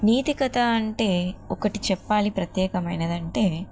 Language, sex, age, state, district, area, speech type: Telugu, female, 30-45, Telangana, Jagtial, urban, spontaneous